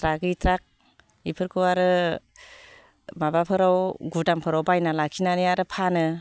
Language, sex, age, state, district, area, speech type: Bodo, female, 30-45, Assam, Baksa, rural, spontaneous